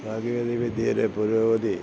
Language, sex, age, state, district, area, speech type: Malayalam, male, 60+, Kerala, Thiruvananthapuram, rural, spontaneous